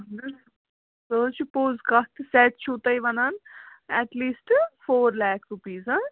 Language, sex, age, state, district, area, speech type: Kashmiri, female, 45-60, Jammu and Kashmir, Srinagar, urban, conversation